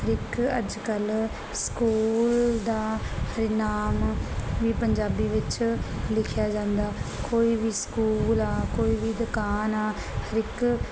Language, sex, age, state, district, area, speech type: Punjabi, female, 30-45, Punjab, Barnala, rural, spontaneous